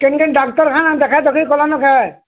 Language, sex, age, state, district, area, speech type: Odia, male, 60+, Odisha, Bargarh, urban, conversation